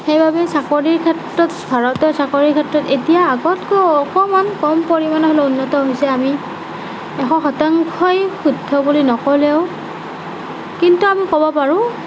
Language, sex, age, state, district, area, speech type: Assamese, female, 45-60, Assam, Nagaon, rural, spontaneous